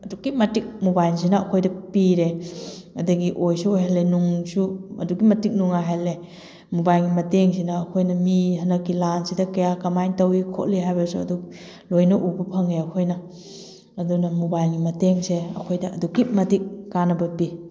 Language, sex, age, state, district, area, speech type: Manipuri, female, 30-45, Manipur, Kakching, rural, spontaneous